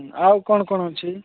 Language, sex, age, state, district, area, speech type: Odia, male, 45-60, Odisha, Nabarangpur, rural, conversation